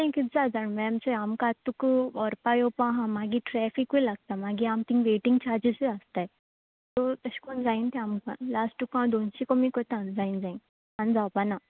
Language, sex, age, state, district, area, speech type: Goan Konkani, female, 18-30, Goa, Quepem, rural, conversation